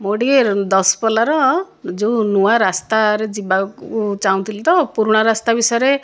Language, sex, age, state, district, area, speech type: Odia, female, 60+, Odisha, Kandhamal, rural, spontaneous